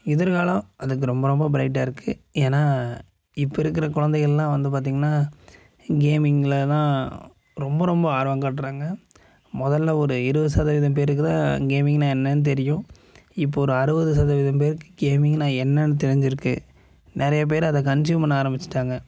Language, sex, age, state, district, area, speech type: Tamil, male, 18-30, Tamil Nadu, Coimbatore, urban, spontaneous